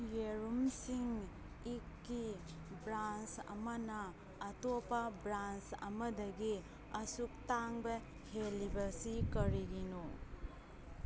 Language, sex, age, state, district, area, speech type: Manipuri, female, 30-45, Manipur, Kangpokpi, urban, read